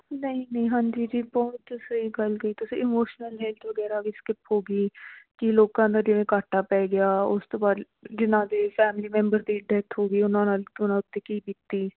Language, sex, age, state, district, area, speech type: Punjabi, female, 18-30, Punjab, Fazilka, rural, conversation